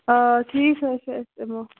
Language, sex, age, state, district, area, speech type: Kashmiri, female, 30-45, Jammu and Kashmir, Bandipora, rural, conversation